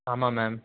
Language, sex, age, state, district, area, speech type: Tamil, male, 18-30, Tamil Nadu, Nilgiris, urban, conversation